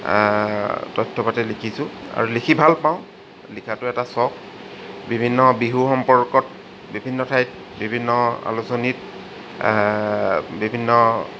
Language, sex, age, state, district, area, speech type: Assamese, male, 60+, Assam, Charaideo, rural, spontaneous